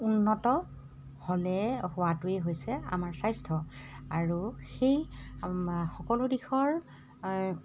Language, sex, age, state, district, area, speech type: Assamese, female, 45-60, Assam, Golaghat, rural, spontaneous